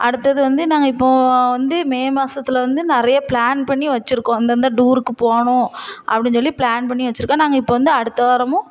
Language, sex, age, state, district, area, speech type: Tamil, female, 30-45, Tamil Nadu, Thoothukudi, urban, spontaneous